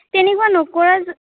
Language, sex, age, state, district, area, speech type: Assamese, female, 18-30, Assam, Kamrup Metropolitan, rural, conversation